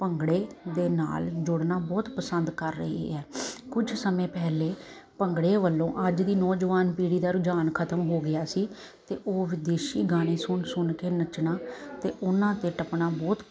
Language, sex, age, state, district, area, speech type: Punjabi, female, 30-45, Punjab, Kapurthala, urban, spontaneous